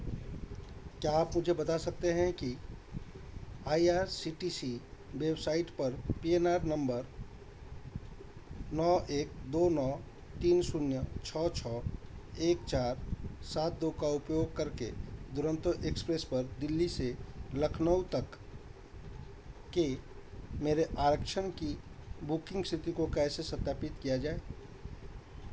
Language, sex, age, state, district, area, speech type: Hindi, male, 45-60, Madhya Pradesh, Chhindwara, rural, read